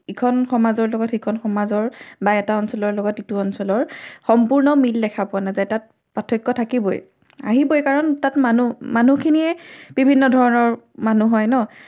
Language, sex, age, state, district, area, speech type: Assamese, female, 18-30, Assam, Majuli, urban, spontaneous